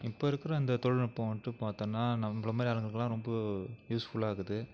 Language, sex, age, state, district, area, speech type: Tamil, male, 30-45, Tamil Nadu, Viluppuram, urban, spontaneous